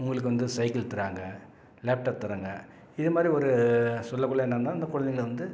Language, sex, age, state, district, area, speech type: Tamil, male, 45-60, Tamil Nadu, Salem, rural, spontaneous